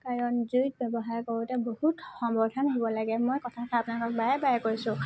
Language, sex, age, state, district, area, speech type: Assamese, female, 18-30, Assam, Tinsukia, rural, spontaneous